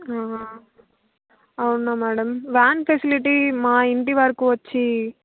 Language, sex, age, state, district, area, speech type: Telugu, female, 18-30, Andhra Pradesh, Nellore, rural, conversation